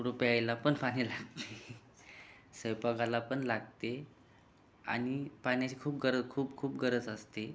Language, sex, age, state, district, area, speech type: Marathi, other, 18-30, Maharashtra, Buldhana, urban, spontaneous